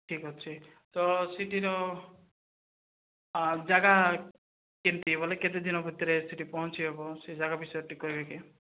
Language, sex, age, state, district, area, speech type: Odia, male, 18-30, Odisha, Nabarangpur, urban, conversation